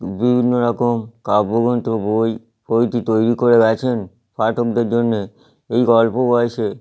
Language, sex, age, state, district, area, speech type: Bengali, male, 30-45, West Bengal, Howrah, urban, spontaneous